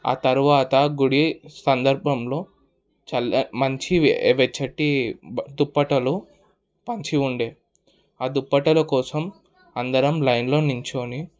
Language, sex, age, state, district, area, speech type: Telugu, male, 18-30, Telangana, Hyderabad, urban, spontaneous